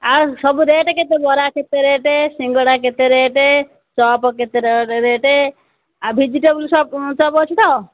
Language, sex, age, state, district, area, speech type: Odia, female, 60+, Odisha, Angul, rural, conversation